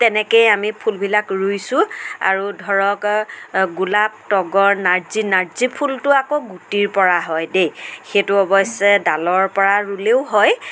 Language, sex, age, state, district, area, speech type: Assamese, female, 45-60, Assam, Nagaon, rural, spontaneous